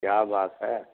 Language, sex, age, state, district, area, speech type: Urdu, male, 60+, Bihar, Supaul, rural, conversation